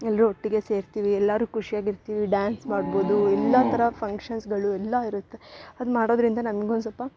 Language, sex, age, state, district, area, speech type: Kannada, female, 18-30, Karnataka, Chikkamagaluru, rural, spontaneous